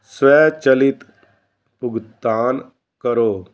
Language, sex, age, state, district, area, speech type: Punjabi, male, 45-60, Punjab, Fazilka, rural, read